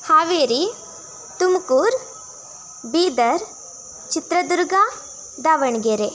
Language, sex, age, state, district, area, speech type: Kannada, female, 18-30, Karnataka, Tumkur, rural, spontaneous